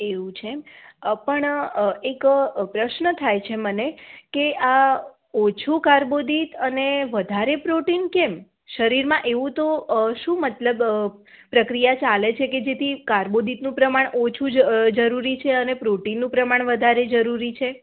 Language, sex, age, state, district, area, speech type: Gujarati, female, 18-30, Gujarat, Mehsana, rural, conversation